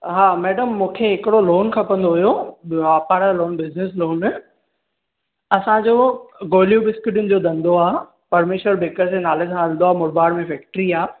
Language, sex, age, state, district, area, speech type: Sindhi, male, 18-30, Maharashtra, Thane, urban, conversation